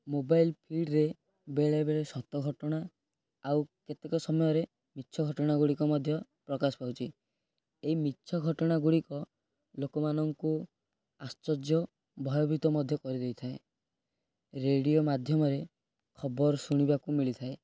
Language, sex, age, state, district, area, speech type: Odia, male, 18-30, Odisha, Cuttack, urban, spontaneous